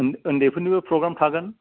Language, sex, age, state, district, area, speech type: Bodo, male, 45-60, Assam, Kokrajhar, urban, conversation